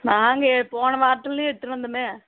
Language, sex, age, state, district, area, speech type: Tamil, female, 30-45, Tamil Nadu, Tirupattur, rural, conversation